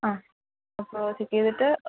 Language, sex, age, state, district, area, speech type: Malayalam, female, 18-30, Kerala, Palakkad, rural, conversation